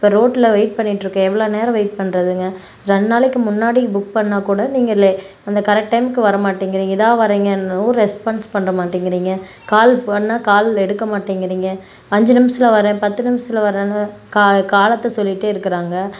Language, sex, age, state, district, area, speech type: Tamil, female, 18-30, Tamil Nadu, Namakkal, rural, spontaneous